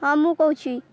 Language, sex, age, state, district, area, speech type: Odia, female, 18-30, Odisha, Kendrapara, urban, spontaneous